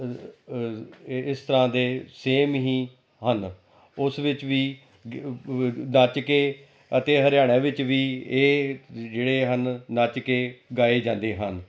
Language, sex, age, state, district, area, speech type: Punjabi, male, 45-60, Punjab, Amritsar, urban, spontaneous